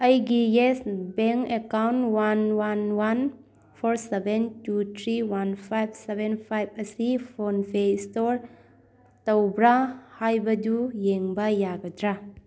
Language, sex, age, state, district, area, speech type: Manipuri, female, 18-30, Manipur, Thoubal, rural, read